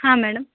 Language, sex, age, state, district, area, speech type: Kannada, female, 30-45, Karnataka, Vijayanagara, rural, conversation